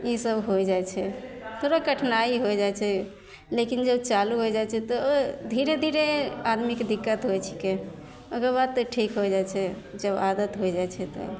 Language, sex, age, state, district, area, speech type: Maithili, female, 18-30, Bihar, Begusarai, rural, spontaneous